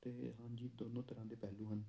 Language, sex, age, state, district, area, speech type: Punjabi, male, 30-45, Punjab, Amritsar, urban, spontaneous